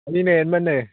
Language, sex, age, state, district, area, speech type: Manipuri, male, 18-30, Manipur, Kakching, rural, conversation